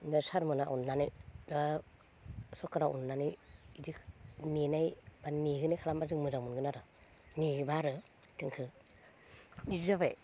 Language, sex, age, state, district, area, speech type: Bodo, female, 30-45, Assam, Baksa, rural, spontaneous